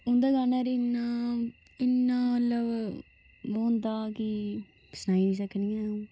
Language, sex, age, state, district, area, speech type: Dogri, female, 18-30, Jammu and Kashmir, Udhampur, rural, spontaneous